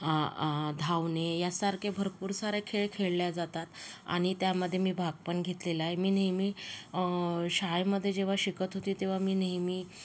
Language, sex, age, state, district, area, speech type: Marathi, female, 30-45, Maharashtra, Yavatmal, rural, spontaneous